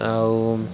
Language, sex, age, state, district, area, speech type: Odia, male, 45-60, Odisha, Rayagada, rural, spontaneous